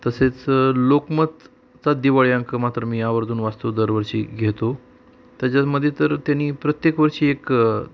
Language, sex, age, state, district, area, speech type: Marathi, male, 45-60, Maharashtra, Osmanabad, rural, spontaneous